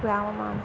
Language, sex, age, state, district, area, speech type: Malayalam, female, 18-30, Kerala, Kozhikode, rural, spontaneous